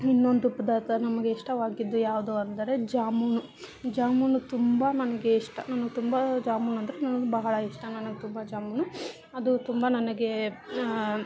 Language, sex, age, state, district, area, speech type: Kannada, female, 30-45, Karnataka, Gadag, rural, spontaneous